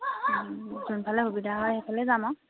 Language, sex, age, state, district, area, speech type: Assamese, female, 18-30, Assam, Sivasagar, rural, conversation